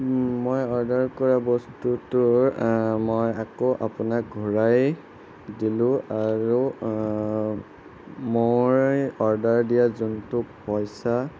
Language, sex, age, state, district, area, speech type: Assamese, male, 18-30, Assam, Sonitpur, urban, spontaneous